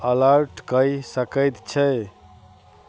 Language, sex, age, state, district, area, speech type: Maithili, male, 45-60, Bihar, Madhubani, rural, read